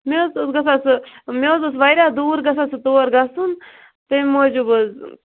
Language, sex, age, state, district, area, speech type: Kashmiri, female, 30-45, Jammu and Kashmir, Bandipora, rural, conversation